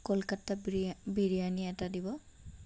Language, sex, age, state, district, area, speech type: Assamese, female, 30-45, Assam, Sonitpur, rural, spontaneous